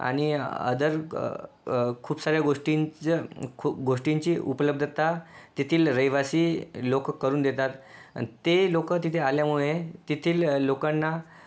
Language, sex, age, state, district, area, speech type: Marathi, male, 18-30, Maharashtra, Yavatmal, urban, spontaneous